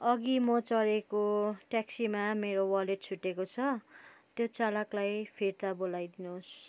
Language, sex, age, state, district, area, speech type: Nepali, female, 30-45, West Bengal, Kalimpong, rural, spontaneous